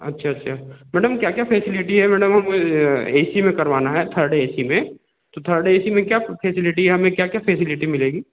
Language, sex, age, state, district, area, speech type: Hindi, male, 30-45, Madhya Pradesh, Betul, rural, conversation